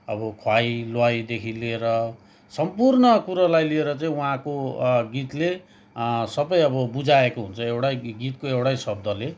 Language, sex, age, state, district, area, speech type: Nepali, male, 30-45, West Bengal, Kalimpong, rural, spontaneous